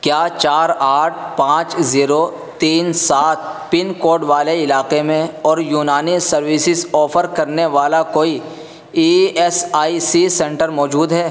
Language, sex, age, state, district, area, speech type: Urdu, male, 18-30, Uttar Pradesh, Saharanpur, urban, read